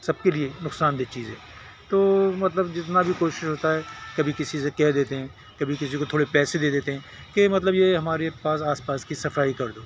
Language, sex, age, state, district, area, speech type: Urdu, male, 60+, Telangana, Hyderabad, urban, spontaneous